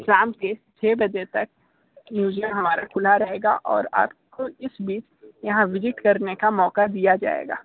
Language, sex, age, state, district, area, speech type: Hindi, male, 30-45, Uttar Pradesh, Sonbhadra, rural, conversation